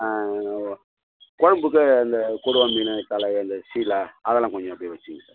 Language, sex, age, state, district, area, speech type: Tamil, male, 45-60, Tamil Nadu, Kallakurichi, rural, conversation